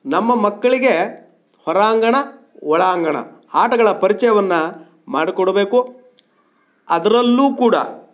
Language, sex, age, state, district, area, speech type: Kannada, male, 45-60, Karnataka, Shimoga, rural, spontaneous